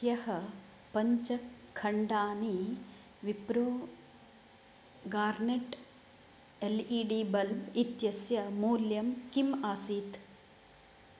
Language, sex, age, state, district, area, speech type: Sanskrit, female, 45-60, Karnataka, Uttara Kannada, rural, read